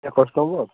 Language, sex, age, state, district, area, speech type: Odia, male, 30-45, Odisha, Kalahandi, rural, conversation